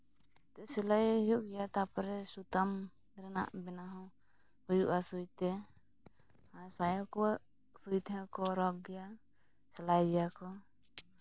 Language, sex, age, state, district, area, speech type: Santali, female, 18-30, West Bengal, Purulia, rural, spontaneous